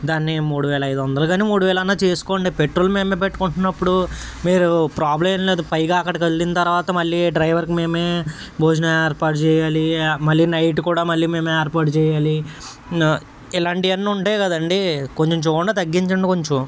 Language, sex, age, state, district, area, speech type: Telugu, male, 18-30, Andhra Pradesh, Eluru, rural, spontaneous